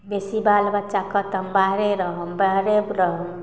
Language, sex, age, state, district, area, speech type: Maithili, female, 18-30, Bihar, Samastipur, rural, spontaneous